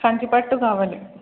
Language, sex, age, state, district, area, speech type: Telugu, female, 18-30, Telangana, Karimnagar, urban, conversation